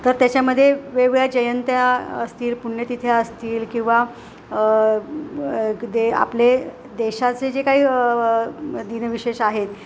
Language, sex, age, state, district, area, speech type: Marathi, female, 45-60, Maharashtra, Ratnagiri, rural, spontaneous